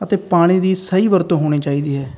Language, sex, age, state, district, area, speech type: Punjabi, male, 18-30, Punjab, Faridkot, rural, spontaneous